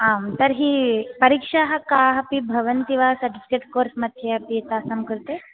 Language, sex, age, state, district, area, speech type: Sanskrit, female, 18-30, Andhra Pradesh, Visakhapatnam, urban, conversation